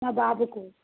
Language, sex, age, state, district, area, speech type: Telugu, female, 30-45, Telangana, Mancherial, rural, conversation